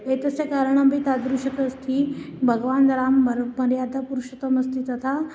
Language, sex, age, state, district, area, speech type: Sanskrit, female, 30-45, Maharashtra, Nagpur, urban, spontaneous